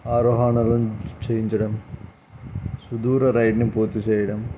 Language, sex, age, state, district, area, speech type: Telugu, male, 18-30, Andhra Pradesh, Eluru, urban, spontaneous